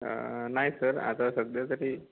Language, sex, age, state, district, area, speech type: Marathi, male, 18-30, Maharashtra, Ratnagiri, rural, conversation